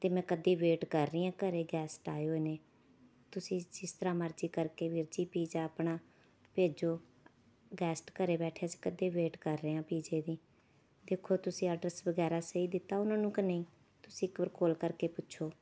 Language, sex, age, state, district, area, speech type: Punjabi, female, 30-45, Punjab, Rupnagar, urban, spontaneous